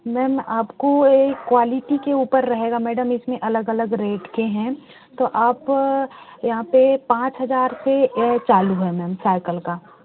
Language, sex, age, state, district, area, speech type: Hindi, female, 18-30, Madhya Pradesh, Bhopal, urban, conversation